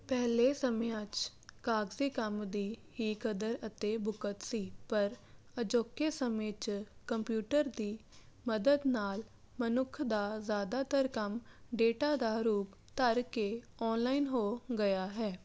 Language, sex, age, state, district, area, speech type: Punjabi, female, 30-45, Punjab, Jalandhar, urban, spontaneous